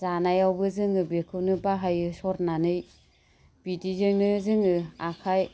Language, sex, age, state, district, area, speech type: Bodo, female, 30-45, Assam, Baksa, rural, spontaneous